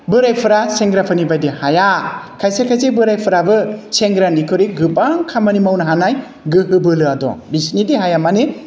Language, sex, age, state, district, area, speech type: Bodo, male, 45-60, Assam, Udalguri, urban, spontaneous